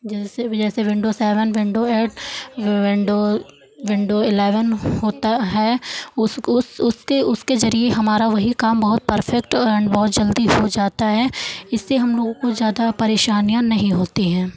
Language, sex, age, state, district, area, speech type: Hindi, female, 30-45, Uttar Pradesh, Lucknow, rural, spontaneous